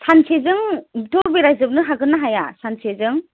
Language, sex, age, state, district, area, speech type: Bodo, female, 18-30, Assam, Chirang, rural, conversation